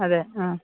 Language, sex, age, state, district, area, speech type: Malayalam, female, 60+, Kerala, Thiruvananthapuram, urban, conversation